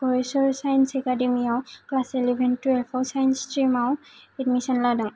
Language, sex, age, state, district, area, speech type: Bodo, female, 18-30, Assam, Kokrajhar, rural, spontaneous